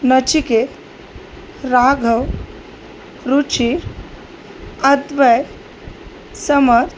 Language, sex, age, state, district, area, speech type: Marathi, female, 30-45, Maharashtra, Osmanabad, rural, spontaneous